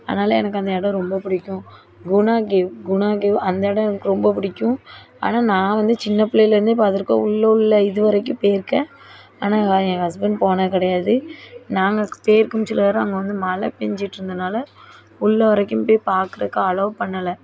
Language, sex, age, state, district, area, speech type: Tamil, female, 18-30, Tamil Nadu, Thoothukudi, urban, spontaneous